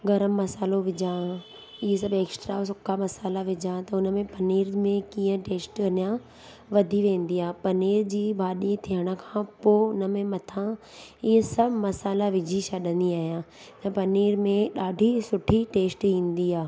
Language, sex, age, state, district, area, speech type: Sindhi, female, 30-45, Gujarat, Surat, urban, spontaneous